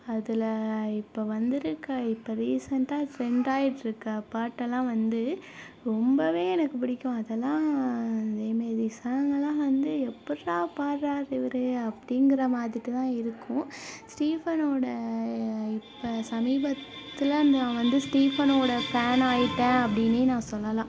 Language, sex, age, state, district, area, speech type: Tamil, female, 30-45, Tamil Nadu, Tiruvarur, rural, spontaneous